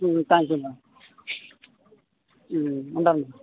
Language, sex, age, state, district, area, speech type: Telugu, male, 30-45, Andhra Pradesh, Vizianagaram, rural, conversation